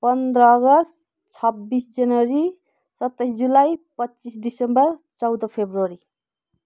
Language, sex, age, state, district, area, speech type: Nepali, female, 30-45, West Bengal, Kalimpong, rural, spontaneous